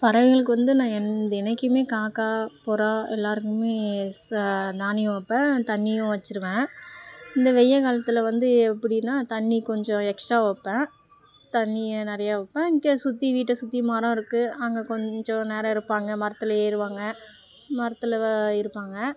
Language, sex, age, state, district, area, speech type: Tamil, female, 30-45, Tamil Nadu, Tiruvannamalai, rural, spontaneous